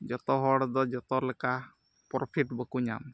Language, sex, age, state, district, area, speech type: Santali, male, 18-30, Jharkhand, Pakur, rural, spontaneous